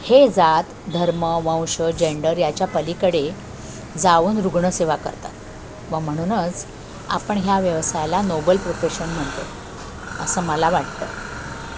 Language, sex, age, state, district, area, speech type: Marathi, female, 60+, Maharashtra, Thane, urban, spontaneous